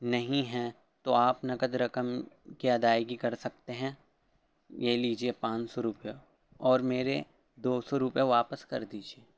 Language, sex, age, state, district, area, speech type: Urdu, male, 18-30, Delhi, Central Delhi, urban, spontaneous